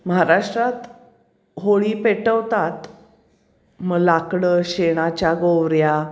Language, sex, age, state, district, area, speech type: Marathi, female, 45-60, Maharashtra, Pune, urban, spontaneous